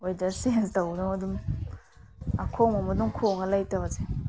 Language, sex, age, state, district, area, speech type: Manipuri, female, 30-45, Manipur, Imphal East, rural, spontaneous